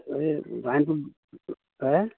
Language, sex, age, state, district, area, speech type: Assamese, male, 60+, Assam, Dibrugarh, rural, conversation